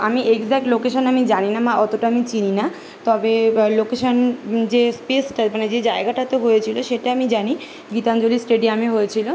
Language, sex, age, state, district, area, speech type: Bengali, female, 18-30, West Bengal, Kolkata, urban, spontaneous